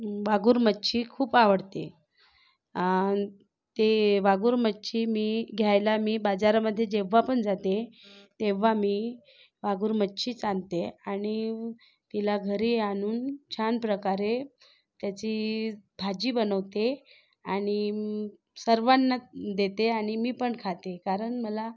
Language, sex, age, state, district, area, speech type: Marathi, female, 30-45, Maharashtra, Nagpur, urban, spontaneous